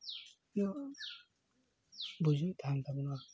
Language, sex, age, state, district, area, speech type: Santali, male, 30-45, West Bengal, Jhargram, rural, spontaneous